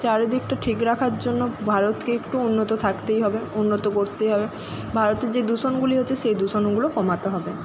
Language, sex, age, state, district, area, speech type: Bengali, female, 30-45, West Bengal, Jhargram, rural, spontaneous